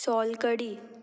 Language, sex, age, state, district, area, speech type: Goan Konkani, female, 18-30, Goa, Murmgao, urban, spontaneous